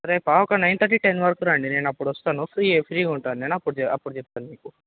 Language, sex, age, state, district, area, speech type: Telugu, male, 18-30, Telangana, Nirmal, urban, conversation